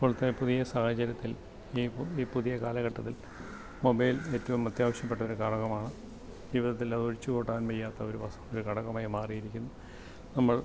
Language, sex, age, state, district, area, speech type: Malayalam, male, 60+, Kerala, Alappuzha, rural, spontaneous